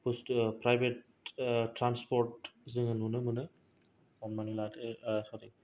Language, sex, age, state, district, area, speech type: Bodo, male, 18-30, Assam, Kokrajhar, rural, spontaneous